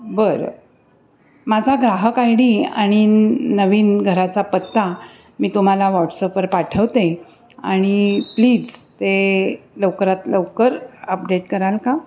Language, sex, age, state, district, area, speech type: Marathi, female, 60+, Maharashtra, Pune, urban, spontaneous